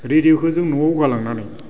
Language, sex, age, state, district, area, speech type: Bodo, male, 45-60, Assam, Baksa, urban, spontaneous